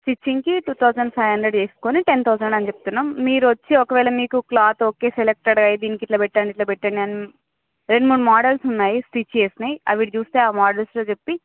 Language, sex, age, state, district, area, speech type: Telugu, female, 60+, Andhra Pradesh, Visakhapatnam, urban, conversation